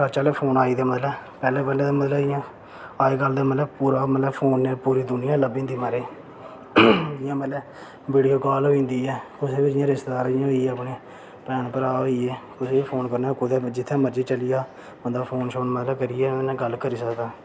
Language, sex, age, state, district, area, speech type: Dogri, male, 18-30, Jammu and Kashmir, Reasi, rural, spontaneous